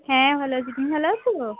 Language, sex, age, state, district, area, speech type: Bengali, female, 30-45, West Bengal, Darjeeling, rural, conversation